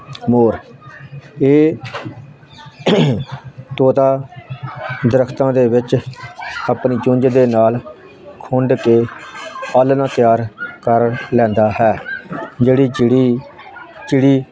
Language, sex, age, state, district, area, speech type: Punjabi, male, 60+, Punjab, Hoshiarpur, rural, spontaneous